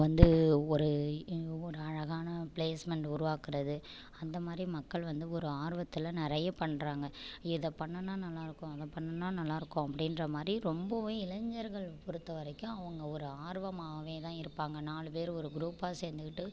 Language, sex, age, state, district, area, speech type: Tamil, female, 60+, Tamil Nadu, Ariyalur, rural, spontaneous